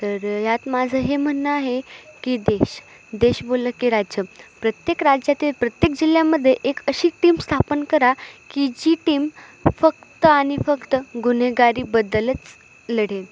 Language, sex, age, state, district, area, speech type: Marathi, female, 18-30, Maharashtra, Ahmednagar, urban, spontaneous